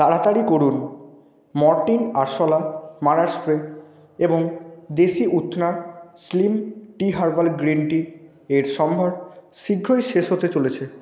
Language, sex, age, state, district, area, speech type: Bengali, male, 18-30, West Bengal, Hooghly, urban, read